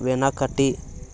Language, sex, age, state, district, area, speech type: Telugu, male, 18-30, Telangana, Vikarabad, urban, read